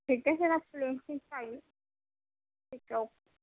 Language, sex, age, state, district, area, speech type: Urdu, female, 18-30, Uttar Pradesh, Gautam Buddha Nagar, rural, conversation